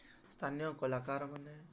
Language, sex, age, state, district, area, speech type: Odia, male, 18-30, Odisha, Balangir, urban, spontaneous